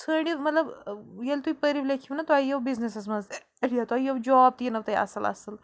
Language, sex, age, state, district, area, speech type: Kashmiri, female, 18-30, Jammu and Kashmir, Bandipora, rural, spontaneous